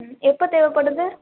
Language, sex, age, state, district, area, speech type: Tamil, female, 18-30, Tamil Nadu, Chennai, urban, conversation